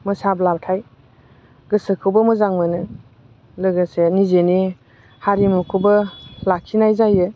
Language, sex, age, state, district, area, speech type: Bodo, female, 30-45, Assam, Baksa, rural, spontaneous